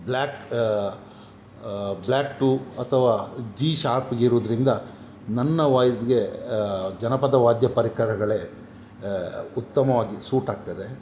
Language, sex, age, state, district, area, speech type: Kannada, male, 45-60, Karnataka, Udupi, rural, spontaneous